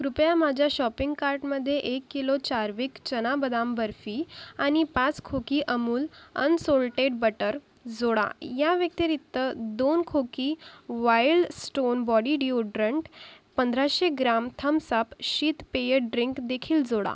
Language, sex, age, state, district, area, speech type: Marathi, female, 18-30, Maharashtra, Akola, urban, read